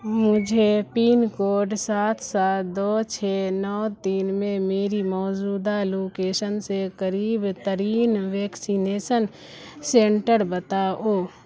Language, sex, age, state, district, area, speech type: Urdu, female, 60+, Bihar, Khagaria, rural, read